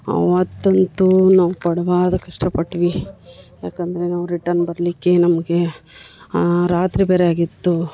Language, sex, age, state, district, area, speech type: Kannada, female, 60+, Karnataka, Dharwad, rural, spontaneous